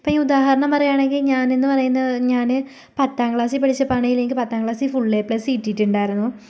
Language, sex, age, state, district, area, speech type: Malayalam, female, 18-30, Kerala, Kozhikode, rural, spontaneous